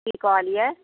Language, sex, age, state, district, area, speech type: Maithili, female, 60+, Bihar, Saharsa, rural, conversation